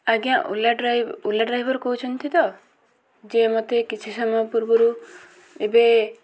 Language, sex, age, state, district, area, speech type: Odia, female, 18-30, Odisha, Bhadrak, rural, spontaneous